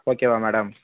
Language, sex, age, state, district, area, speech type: Tamil, male, 30-45, Tamil Nadu, Pudukkottai, rural, conversation